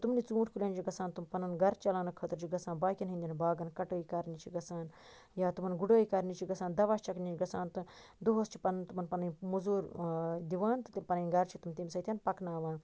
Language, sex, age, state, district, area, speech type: Kashmiri, female, 45-60, Jammu and Kashmir, Baramulla, rural, spontaneous